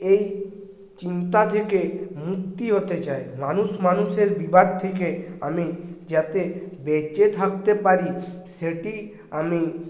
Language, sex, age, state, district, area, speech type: Bengali, male, 30-45, West Bengal, Purulia, urban, spontaneous